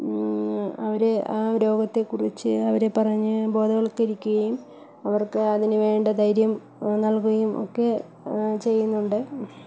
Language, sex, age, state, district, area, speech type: Malayalam, female, 30-45, Kerala, Kollam, rural, spontaneous